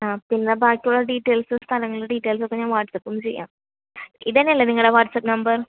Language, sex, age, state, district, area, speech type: Malayalam, female, 30-45, Kerala, Thrissur, rural, conversation